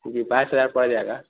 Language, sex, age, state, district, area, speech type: Hindi, male, 18-30, Bihar, Vaishali, rural, conversation